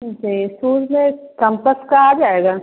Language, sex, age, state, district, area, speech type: Hindi, female, 18-30, Bihar, Begusarai, rural, conversation